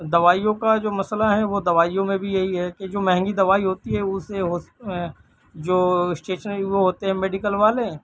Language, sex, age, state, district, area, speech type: Urdu, male, 18-30, Delhi, North West Delhi, urban, spontaneous